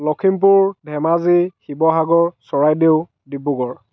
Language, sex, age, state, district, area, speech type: Assamese, male, 45-60, Assam, Dhemaji, rural, spontaneous